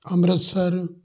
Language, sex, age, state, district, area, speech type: Punjabi, male, 60+, Punjab, Amritsar, urban, spontaneous